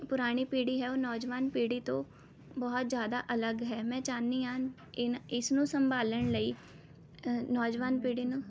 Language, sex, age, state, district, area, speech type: Punjabi, female, 18-30, Punjab, Rupnagar, urban, spontaneous